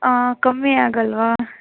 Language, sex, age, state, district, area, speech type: Kannada, female, 18-30, Karnataka, Tumkur, rural, conversation